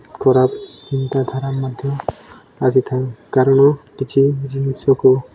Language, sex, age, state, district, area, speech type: Odia, male, 18-30, Odisha, Nabarangpur, urban, spontaneous